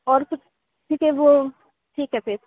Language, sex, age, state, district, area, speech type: Hindi, female, 18-30, Madhya Pradesh, Hoshangabad, rural, conversation